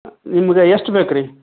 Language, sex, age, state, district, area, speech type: Kannada, male, 60+, Karnataka, Koppal, urban, conversation